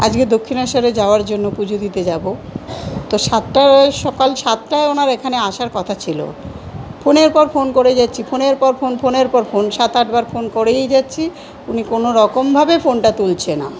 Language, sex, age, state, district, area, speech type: Bengali, female, 45-60, West Bengal, South 24 Parganas, urban, spontaneous